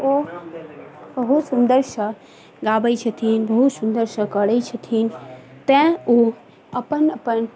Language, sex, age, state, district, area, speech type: Maithili, female, 30-45, Bihar, Madhubani, rural, spontaneous